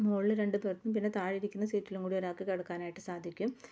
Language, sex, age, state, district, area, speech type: Malayalam, female, 30-45, Kerala, Ernakulam, rural, spontaneous